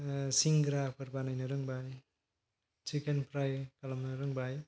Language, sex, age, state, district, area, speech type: Bodo, male, 18-30, Assam, Kokrajhar, rural, spontaneous